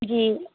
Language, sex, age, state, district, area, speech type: Urdu, female, 18-30, Uttar Pradesh, Lucknow, rural, conversation